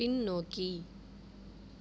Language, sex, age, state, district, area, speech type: Tamil, female, 45-60, Tamil Nadu, Mayiladuthurai, rural, read